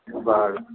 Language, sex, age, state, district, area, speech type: Assamese, male, 60+, Assam, Darrang, rural, conversation